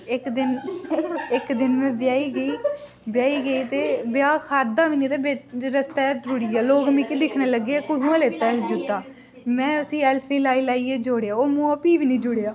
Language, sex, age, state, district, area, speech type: Dogri, female, 18-30, Jammu and Kashmir, Udhampur, rural, spontaneous